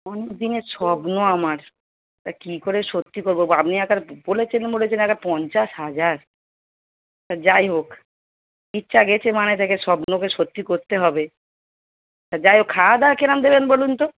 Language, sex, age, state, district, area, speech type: Bengali, female, 30-45, West Bengal, Darjeeling, rural, conversation